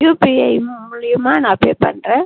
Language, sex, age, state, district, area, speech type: Tamil, female, 45-60, Tamil Nadu, Viluppuram, rural, conversation